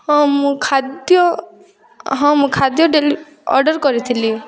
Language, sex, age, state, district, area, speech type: Odia, female, 18-30, Odisha, Rayagada, rural, spontaneous